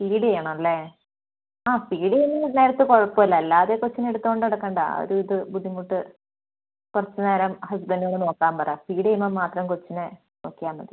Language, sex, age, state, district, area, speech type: Malayalam, female, 18-30, Kerala, Wayanad, rural, conversation